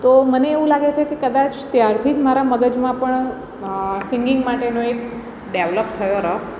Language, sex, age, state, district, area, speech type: Gujarati, female, 45-60, Gujarat, Surat, urban, spontaneous